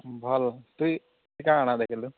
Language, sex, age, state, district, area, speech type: Odia, male, 18-30, Odisha, Nuapada, urban, conversation